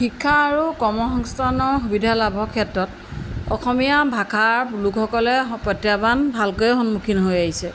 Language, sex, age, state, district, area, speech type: Assamese, female, 45-60, Assam, Jorhat, urban, spontaneous